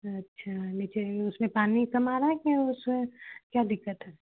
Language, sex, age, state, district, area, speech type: Hindi, female, 18-30, Uttar Pradesh, Chandauli, rural, conversation